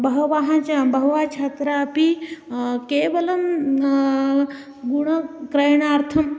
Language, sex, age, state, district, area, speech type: Sanskrit, female, 30-45, Maharashtra, Nagpur, urban, spontaneous